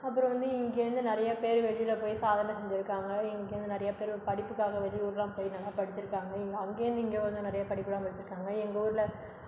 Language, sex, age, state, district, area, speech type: Tamil, female, 30-45, Tamil Nadu, Cuddalore, rural, spontaneous